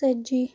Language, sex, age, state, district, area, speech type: Kashmiri, female, 18-30, Jammu and Kashmir, Anantnag, rural, spontaneous